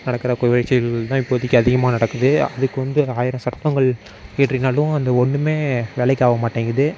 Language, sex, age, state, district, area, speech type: Tamil, male, 18-30, Tamil Nadu, Mayiladuthurai, urban, spontaneous